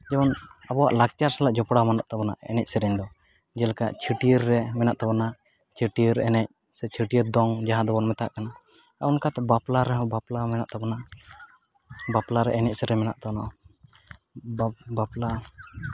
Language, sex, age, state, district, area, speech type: Santali, male, 18-30, West Bengal, Jhargram, rural, spontaneous